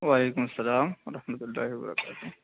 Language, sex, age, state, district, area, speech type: Urdu, male, 18-30, Uttar Pradesh, Saharanpur, urban, conversation